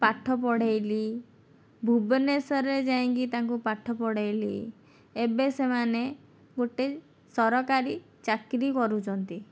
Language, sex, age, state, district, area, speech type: Odia, female, 60+, Odisha, Kandhamal, rural, spontaneous